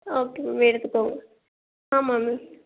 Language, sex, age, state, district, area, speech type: Tamil, female, 18-30, Tamil Nadu, Nagapattinam, rural, conversation